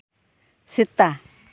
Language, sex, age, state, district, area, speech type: Santali, female, 60+, West Bengal, Purba Bardhaman, rural, read